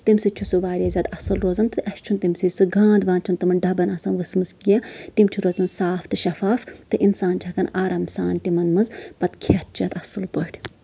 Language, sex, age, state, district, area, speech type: Kashmiri, female, 30-45, Jammu and Kashmir, Shopian, rural, spontaneous